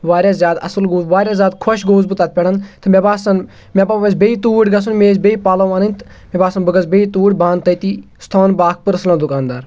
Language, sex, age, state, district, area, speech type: Kashmiri, male, 30-45, Jammu and Kashmir, Kulgam, rural, spontaneous